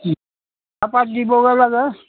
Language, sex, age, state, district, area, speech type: Assamese, male, 60+, Assam, Dhemaji, rural, conversation